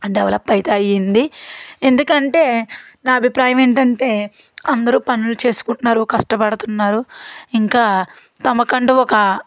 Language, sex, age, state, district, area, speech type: Telugu, female, 30-45, Andhra Pradesh, Guntur, rural, spontaneous